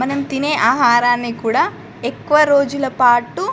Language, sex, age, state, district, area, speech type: Telugu, female, 18-30, Telangana, Medak, rural, spontaneous